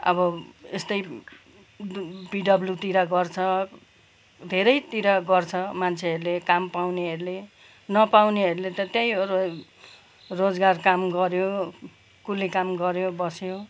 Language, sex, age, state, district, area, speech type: Nepali, female, 60+, West Bengal, Kalimpong, rural, spontaneous